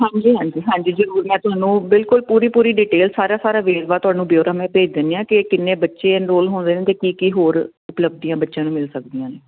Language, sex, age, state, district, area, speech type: Punjabi, female, 30-45, Punjab, Jalandhar, urban, conversation